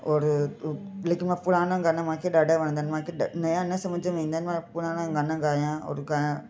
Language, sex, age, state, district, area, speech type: Sindhi, female, 45-60, Delhi, South Delhi, urban, spontaneous